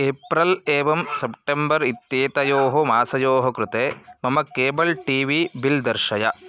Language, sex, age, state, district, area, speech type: Sanskrit, male, 30-45, Karnataka, Chikkamagaluru, rural, read